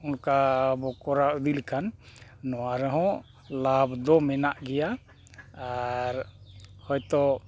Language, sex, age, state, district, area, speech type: Santali, male, 60+, Jharkhand, East Singhbhum, rural, spontaneous